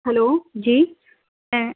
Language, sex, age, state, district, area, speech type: Urdu, female, 30-45, Delhi, South Delhi, urban, conversation